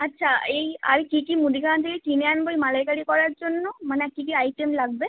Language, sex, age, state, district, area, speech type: Bengali, female, 18-30, West Bengal, Howrah, urban, conversation